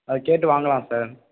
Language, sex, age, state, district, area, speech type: Tamil, male, 18-30, Tamil Nadu, Tiruvarur, rural, conversation